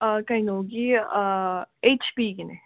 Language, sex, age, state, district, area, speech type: Manipuri, other, 45-60, Manipur, Imphal West, urban, conversation